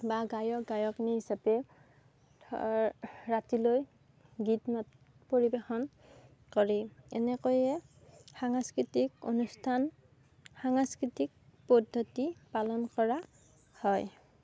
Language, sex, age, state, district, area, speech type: Assamese, female, 30-45, Assam, Darrang, rural, spontaneous